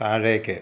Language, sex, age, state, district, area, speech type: Malayalam, male, 45-60, Kerala, Malappuram, rural, read